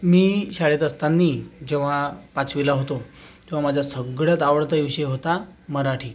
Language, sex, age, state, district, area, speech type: Marathi, male, 30-45, Maharashtra, Akola, rural, spontaneous